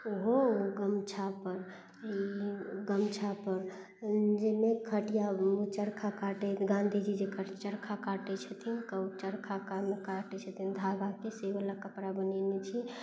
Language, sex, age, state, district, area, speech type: Maithili, female, 30-45, Bihar, Madhubani, rural, spontaneous